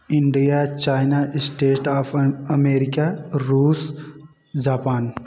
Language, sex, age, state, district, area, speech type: Hindi, male, 18-30, Uttar Pradesh, Jaunpur, urban, spontaneous